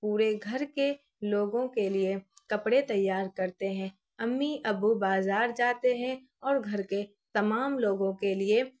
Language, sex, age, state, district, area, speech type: Urdu, female, 18-30, Bihar, Araria, rural, spontaneous